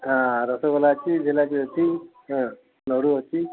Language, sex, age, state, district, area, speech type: Odia, male, 60+, Odisha, Gajapati, rural, conversation